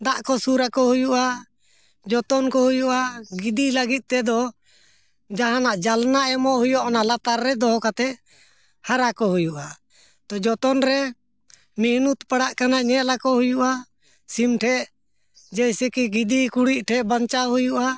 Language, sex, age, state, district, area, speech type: Santali, male, 60+, Jharkhand, Bokaro, rural, spontaneous